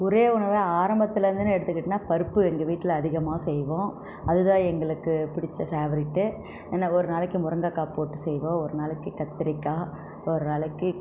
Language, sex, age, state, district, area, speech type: Tamil, female, 30-45, Tamil Nadu, Krishnagiri, rural, spontaneous